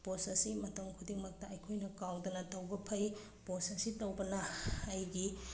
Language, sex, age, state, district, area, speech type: Manipuri, female, 30-45, Manipur, Bishnupur, rural, spontaneous